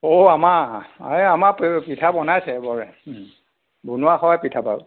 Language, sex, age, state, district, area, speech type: Assamese, male, 30-45, Assam, Nagaon, rural, conversation